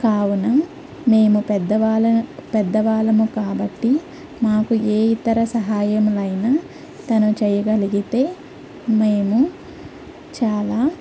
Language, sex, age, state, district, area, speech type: Telugu, female, 30-45, Andhra Pradesh, Guntur, urban, spontaneous